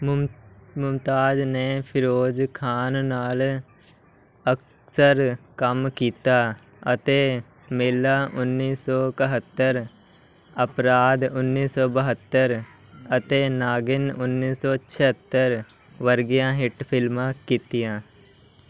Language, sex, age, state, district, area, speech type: Punjabi, male, 18-30, Punjab, Shaheed Bhagat Singh Nagar, urban, read